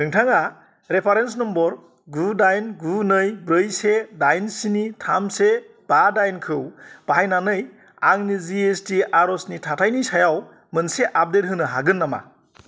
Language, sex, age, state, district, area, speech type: Bodo, male, 30-45, Assam, Kokrajhar, rural, read